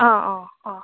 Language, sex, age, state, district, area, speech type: Assamese, female, 18-30, Assam, Goalpara, urban, conversation